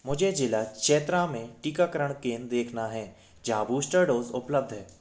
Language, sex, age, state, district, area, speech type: Hindi, male, 18-30, Madhya Pradesh, Indore, urban, read